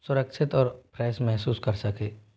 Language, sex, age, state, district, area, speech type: Hindi, male, 18-30, Rajasthan, Jodhpur, rural, spontaneous